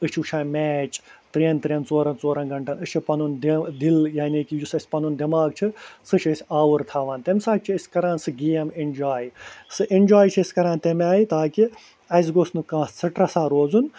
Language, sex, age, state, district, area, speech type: Kashmiri, male, 30-45, Jammu and Kashmir, Ganderbal, rural, spontaneous